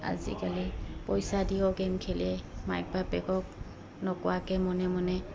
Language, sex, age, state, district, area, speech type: Assamese, female, 30-45, Assam, Goalpara, rural, spontaneous